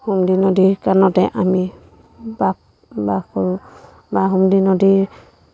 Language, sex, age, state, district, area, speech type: Assamese, female, 30-45, Assam, Lakhimpur, rural, spontaneous